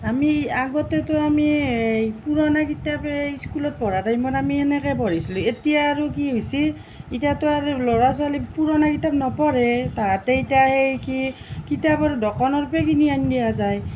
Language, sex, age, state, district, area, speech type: Assamese, female, 45-60, Assam, Nalbari, rural, spontaneous